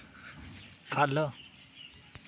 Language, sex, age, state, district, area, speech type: Dogri, male, 18-30, Jammu and Kashmir, Kathua, rural, read